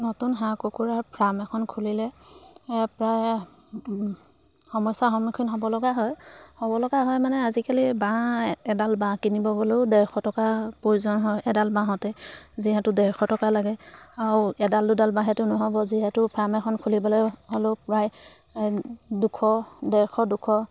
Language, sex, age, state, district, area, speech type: Assamese, female, 30-45, Assam, Charaideo, rural, spontaneous